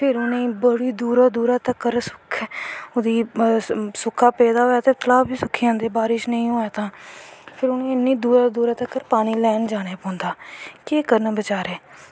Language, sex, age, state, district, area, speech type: Dogri, female, 18-30, Jammu and Kashmir, Kathua, rural, spontaneous